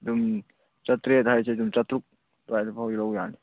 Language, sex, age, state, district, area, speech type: Manipuri, male, 18-30, Manipur, Churachandpur, rural, conversation